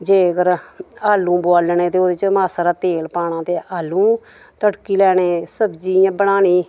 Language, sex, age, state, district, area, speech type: Dogri, female, 60+, Jammu and Kashmir, Samba, rural, spontaneous